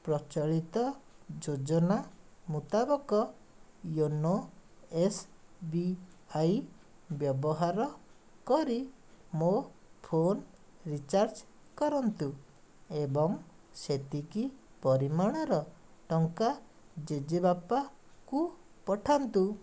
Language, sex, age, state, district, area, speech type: Odia, male, 18-30, Odisha, Bhadrak, rural, read